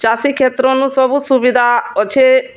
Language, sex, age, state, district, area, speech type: Odia, female, 45-60, Odisha, Bargarh, urban, spontaneous